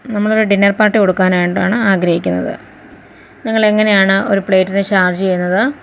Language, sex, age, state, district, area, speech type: Malayalam, female, 45-60, Kerala, Thiruvananthapuram, rural, spontaneous